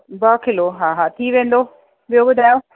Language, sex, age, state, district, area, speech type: Sindhi, female, 45-60, Uttar Pradesh, Lucknow, urban, conversation